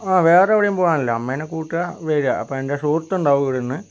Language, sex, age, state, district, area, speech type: Malayalam, male, 18-30, Kerala, Kozhikode, urban, spontaneous